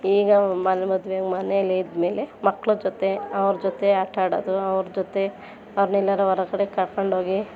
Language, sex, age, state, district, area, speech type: Kannada, female, 30-45, Karnataka, Mandya, urban, spontaneous